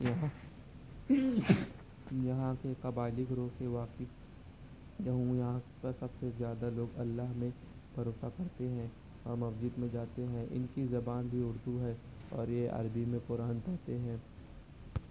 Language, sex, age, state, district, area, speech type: Urdu, male, 18-30, Maharashtra, Nashik, rural, spontaneous